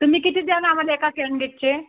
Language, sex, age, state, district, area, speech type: Marathi, female, 30-45, Maharashtra, Thane, urban, conversation